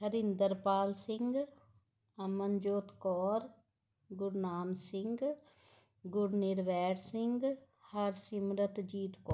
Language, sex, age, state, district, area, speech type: Punjabi, female, 45-60, Punjab, Mohali, urban, spontaneous